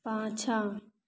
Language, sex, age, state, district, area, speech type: Maithili, female, 18-30, Bihar, Darbhanga, rural, read